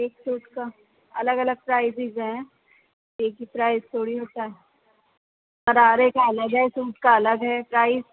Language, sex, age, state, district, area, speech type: Urdu, female, 30-45, Uttar Pradesh, Rampur, urban, conversation